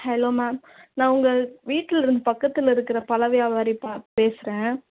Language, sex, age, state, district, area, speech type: Tamil, female, 18-30, Tamil Nadu, Tiruvallur, urban, conversation